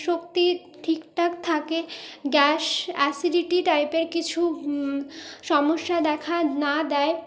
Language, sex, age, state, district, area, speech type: Bengali, female, 30-45, West Bengal, Purulia, urban, spontaneous